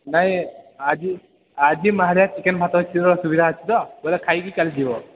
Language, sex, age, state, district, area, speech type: Odia, male, 18-30, Odisha, Sambalpur, rural, conversation